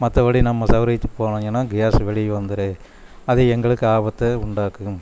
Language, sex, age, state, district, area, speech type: Tamil, male, 60+, Tamil Nadu, Coimbatore, rural, spontaneous